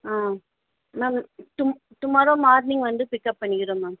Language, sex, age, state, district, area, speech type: Tamil, female, 18-30, Tamil Nadu, Chennai, urban, conversation